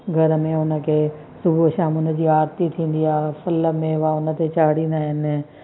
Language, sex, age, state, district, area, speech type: Sindhi, female, 45-60, Gujarat, Kutch, rural, spontaneous